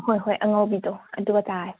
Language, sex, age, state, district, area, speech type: Manipuri, female, 45-60, Manipur, Imphal West, urban, conversation